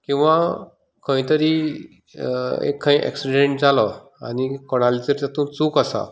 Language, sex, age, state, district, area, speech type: Goan Konkani, male, 45-60, Goa, Canacona, rural, spontaneous